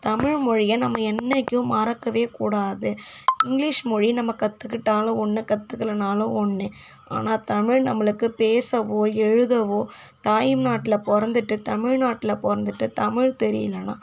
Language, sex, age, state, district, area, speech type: Tamil, female, 18-30, Tamil Nadu, Kallakurichi, urban, spontaneous